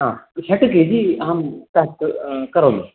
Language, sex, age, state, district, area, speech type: Sanskrit, male, 45-60, Karnataka, Dakshina Kannada, rural, conversation